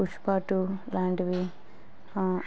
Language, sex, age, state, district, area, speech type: Telugu, female, 30-45, Andhra Pradesh, Kurnool, rural, spontaneous